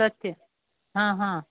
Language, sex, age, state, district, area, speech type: Sanskrit, female, 60+, Karnataka, Uttara Kannada, urban, conversation